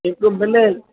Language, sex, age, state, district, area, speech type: Sindhi, female, 45-60, Gujarat, Junagadh, rural, conversation